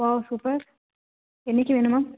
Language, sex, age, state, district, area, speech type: Tamil, female, 18-30, Tamil Nadu, Thanjavur, urban, conversation